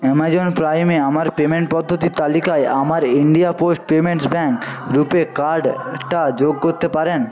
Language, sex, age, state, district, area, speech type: Bengali, male, 45-60, West Bengal, Jhargram, rural, read